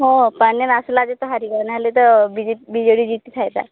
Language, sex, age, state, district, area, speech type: Odia, female, 18-30, Odisha, Subarnapur, urban, conversation